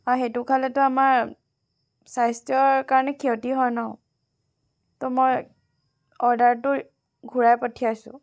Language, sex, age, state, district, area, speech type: Assamese, female, 18-30, Assam, Sivasagar, urban, spontaneous